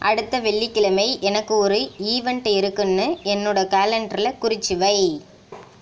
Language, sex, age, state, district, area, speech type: Tamil, female, 30-45, Tamil Nadu, Ariyalur, rural, read